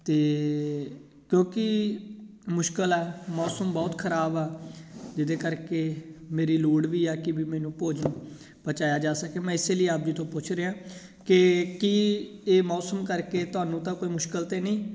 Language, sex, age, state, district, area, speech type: Punjabi, male, 18-30, Punjab, Gurdaspur, rural, spontaneous